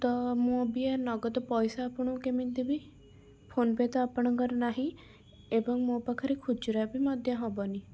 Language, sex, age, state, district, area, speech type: Odia, female, 18-30, Odisha, Cuttack, urban, spontaneous